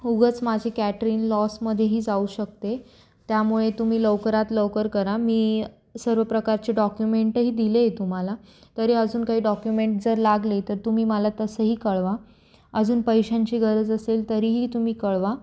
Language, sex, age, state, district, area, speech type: Marathi, female, 18-30, Maharashtra, Nashik, urban, spontaneous